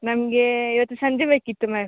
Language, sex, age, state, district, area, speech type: Kannada, female, 18-30, Karnataka, Kodagu, rural, conversation